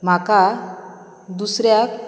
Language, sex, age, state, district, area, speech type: Goan Konkani, female, 30-45, Goa, Canacona, rural, spontaneous